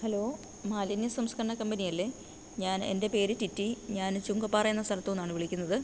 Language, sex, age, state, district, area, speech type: Malayalam, female, 45-60, Kerala, Pathanamthitta, rural, spontaneous